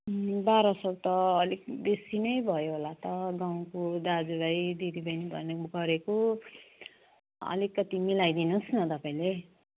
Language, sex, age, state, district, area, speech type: Nepali, female, 30-45, West Bengal, Jalpaiguri, rural, conversation